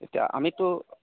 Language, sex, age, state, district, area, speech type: Assamese, male, 30-45, Assam, Jorhat, urban, conversation